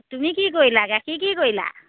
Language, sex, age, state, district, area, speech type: Assamese, female, 30-45, Assam, Dhemaji, rural, conversation